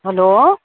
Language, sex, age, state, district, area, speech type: Nepali, female, 45-60, West Bengal, Kalimpong, rural, conversation